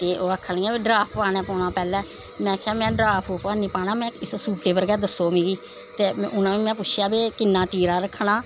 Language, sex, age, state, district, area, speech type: Dogri, female, 60+, Jammu and Kashmir, Samba, rural, spontaneous